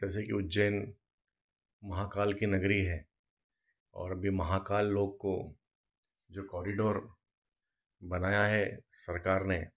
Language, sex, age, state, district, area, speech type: Hindi, male, 45-60, Madhya Pradesh, Ujjain, urban, spontaneous